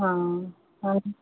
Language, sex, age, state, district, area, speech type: Telugu, female, 30-45, Telangana, Medchal, urban, conversation